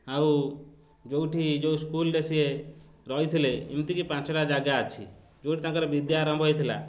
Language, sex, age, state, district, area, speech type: Odia, male, 30-45, Odisha, Jagatsinghpur, urban, spontaneous